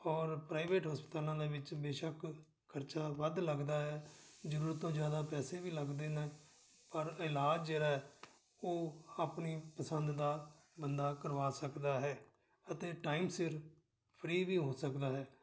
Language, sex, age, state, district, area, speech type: Punjabi, male, 60+, Punjab, Amritsar, urban, spontaneous